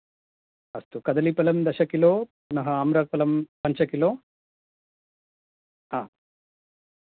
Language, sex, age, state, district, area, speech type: Sanskrit, male, 45-60, Karnataka, Bangalore Urban, urban, conversation